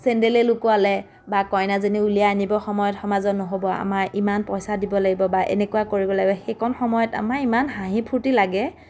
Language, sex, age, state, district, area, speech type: Assamese, female, 30-45, Assam, Biswanath, rural, spontaneous